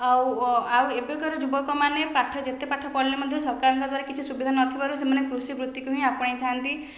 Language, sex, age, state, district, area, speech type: Odia, female, 18-30, Odisha, Khordha, rural, spontaneous